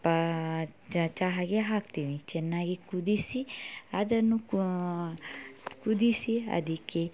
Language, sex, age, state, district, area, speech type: Kannada, female, 18-30, Karnataka, Mysore, rural, spontaneous